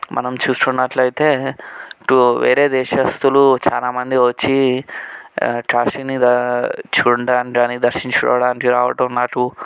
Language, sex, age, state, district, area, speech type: Telugu, male, 18-30, Telangana, Medchal, urban, spontaneous